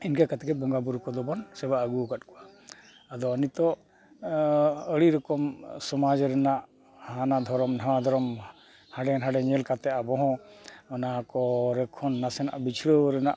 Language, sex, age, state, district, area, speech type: Santali, male, 60+, Jharkhand, East Singhbhum, rural, spontaneous